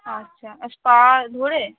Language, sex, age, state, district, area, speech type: Bengali, female, 18-30, West Bengal, Cooch Behar, rural, conversation